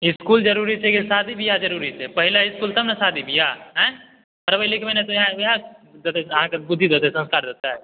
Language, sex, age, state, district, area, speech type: Maithili, male, 18-30, Bihar, Supaul, rural, conversation